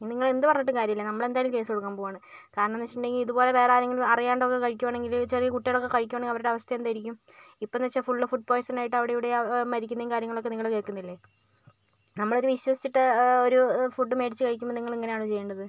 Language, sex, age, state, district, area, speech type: Malayalam, female, 30-45, Kerala, Kozhikode, urban, spontaneous